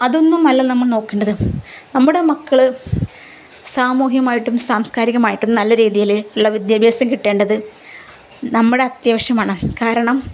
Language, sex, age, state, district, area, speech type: Malayalam, female, 30-45, Kerala, Kozhikode, rural, spontaneous